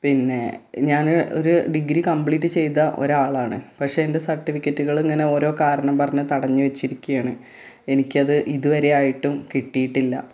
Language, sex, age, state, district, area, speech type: Malayalam, female, 30-45, Kerala, Malappuram, rural, spontaneous